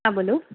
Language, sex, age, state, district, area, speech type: Gujarati, female, 30-45, Gujarat, Anand, urban, conversation